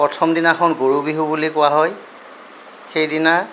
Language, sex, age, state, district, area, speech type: Assamese, male, 60+, Assam, Darrang, rural, spontaneous